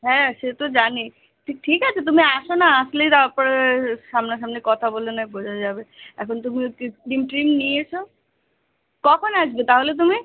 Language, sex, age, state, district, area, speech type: Bengali, female, 18-30, West Bengal, South 24 Parganas, urban, conversation